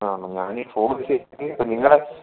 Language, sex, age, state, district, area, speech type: Malayalam, male, 18-30, Kerala, Wayanad, rural, conversation